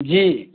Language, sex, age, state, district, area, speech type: Urdu, male, 18-30, Bihar, Purnia, rural, conversation